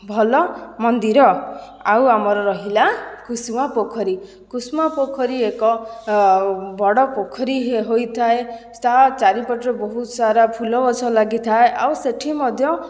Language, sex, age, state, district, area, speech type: Odia, female, 18-30, Odisha, Jajpur, rural, spontaneous